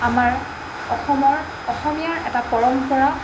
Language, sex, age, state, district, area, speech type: Assamese, female, 18-30, Assam, Jorhat, urban, spontaneous